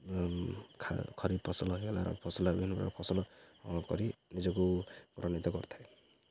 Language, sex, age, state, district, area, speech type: Odia, male, 30-45, Odisha, Ganjam, urban, spontaneous